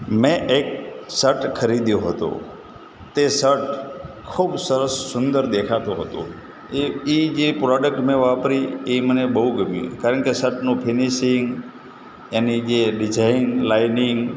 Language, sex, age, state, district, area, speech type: Gujarati, male, 60+, Gujarat, Morbi, urban, spontaneous